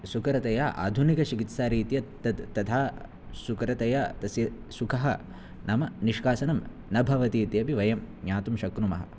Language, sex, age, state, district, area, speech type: Sanskrit, male, 18-30, Kerala, Kannur, rural, spontaneous